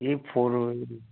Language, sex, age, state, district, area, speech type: Hindi, male, 18-30, Madhya Pradesh, Ujjain, urban, conversation